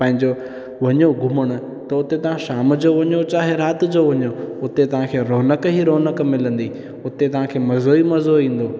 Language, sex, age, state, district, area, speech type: Sindhi, male, 18-30, Gujarat, Junagadh, rural, spontaneous